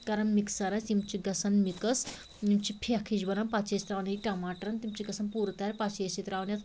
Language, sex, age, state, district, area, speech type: Kashmiri, female, 45-60, Jammu and Kashmir, Anantnag, rural, spontaneous